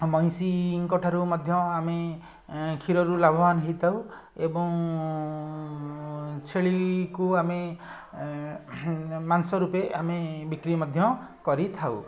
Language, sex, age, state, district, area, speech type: Odia, male, 45-60, Odisha, Puri, urban, spontaneous